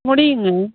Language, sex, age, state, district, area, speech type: Tamil, female, 45-60, Tamil Nadu, Ariyalur, rural, conversation